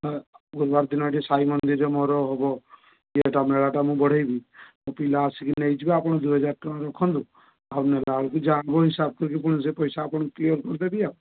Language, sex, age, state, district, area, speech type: Odia, male, 30-45, Odisha, Balasore, rural, conversation